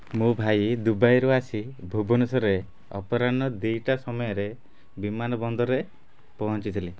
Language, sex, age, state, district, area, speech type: Odia, male, 30-45, Odisha, Kendrapara, urban, spontaneous